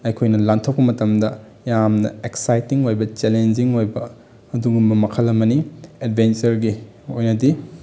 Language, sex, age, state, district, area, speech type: Manipuri, male, 18-30, Manipur, Bishnupur, rural, spontaneous